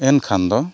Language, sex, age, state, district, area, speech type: Santali, male, 45-60, Odisha, Mayurbhanj, rural, spontaneous